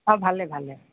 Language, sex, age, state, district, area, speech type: Assamese, female, 60+, Assam, Tinsukia, rural, conversation